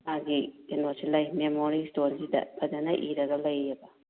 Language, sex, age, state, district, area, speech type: Manipuri, female, 45-60, Manipur, Kakching, rural, conversation